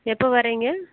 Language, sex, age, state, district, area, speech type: Tamil, female, 30-45, Tamil Nadu, Erode, rural, conversation